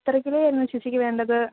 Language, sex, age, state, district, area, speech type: Malayalam, female, 30-45, Kerala, Idukki, rural, conversation